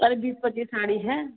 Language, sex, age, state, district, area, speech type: Hindi, female, 60+, Uttar Pradesh, Azamgarh, rural, conversation